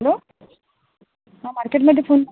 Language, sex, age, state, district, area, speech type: Marathi, female, 30-45, Maharashtra, Akola, rural, conversation